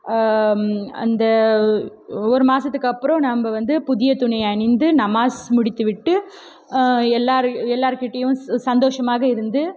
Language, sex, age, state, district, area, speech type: Tamil, female, 18-30, Tamil Nadu, Krishnagiri, rural, spontaneous